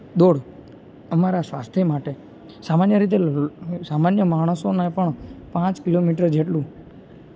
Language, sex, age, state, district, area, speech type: Gujarati, male, 18-30, Gujarat, Junagadh, urban, spontaneous